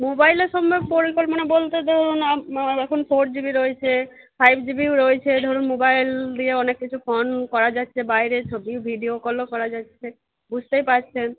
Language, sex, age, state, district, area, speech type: Bengali, female, 45-60, West Bengal, Birbhum, urban, conversation